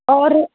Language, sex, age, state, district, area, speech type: Urdu, female, 18-30, Bihar, Darbhanga, rural, conversation